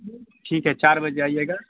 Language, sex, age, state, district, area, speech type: Urdu, male, 18-30, Bihar, Khagaria, rural, conversation